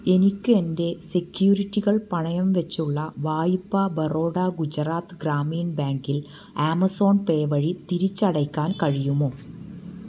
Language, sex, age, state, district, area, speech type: Malayalam, female, 30-45, Kerala, Kannur, rural, read